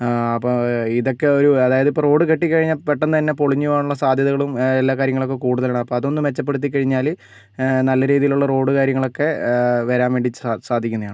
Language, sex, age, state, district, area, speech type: Malayalam, male, 30-45, Kerala, Wayanad, rural, spontaneous